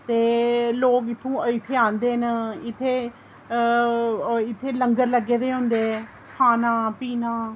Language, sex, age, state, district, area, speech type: Dogri, female, 30-45, Jammu and Kashmir, Reasi, rural, spontaneous